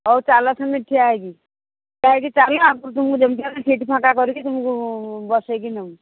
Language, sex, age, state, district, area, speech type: Odia, female, 60+, Odisha, Jharsuguda, rural, conversation